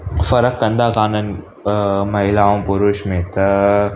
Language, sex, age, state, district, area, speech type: Sindhi, male, 18-30, Gujarat, Surat, urban, spontaneous